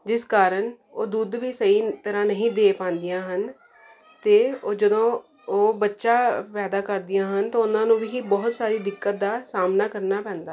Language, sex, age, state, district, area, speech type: Punjabi, female, 30-45, Punjab, Jalandhar, urban, spontaneous